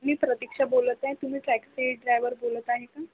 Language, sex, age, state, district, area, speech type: Marathi, female, 30-45, Maharashtra, Wardha, rural, conversation